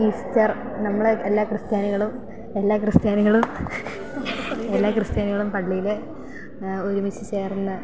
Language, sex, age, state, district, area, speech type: Malayalam, female, 18-30, Kerala, Idukki, rural, spontaneous